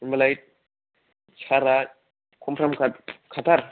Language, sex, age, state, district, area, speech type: Bodo, male, 18-30, Assam, Kokrajhar, rural, conversation